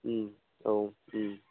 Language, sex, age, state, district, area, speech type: Bodo, male, 45-60, Assam, Udalguri, rural, conversation